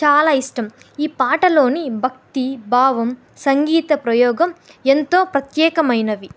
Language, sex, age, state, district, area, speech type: Telugu, female, 18-30, Andhra Pradesh, Kadapa, rural, spontaneous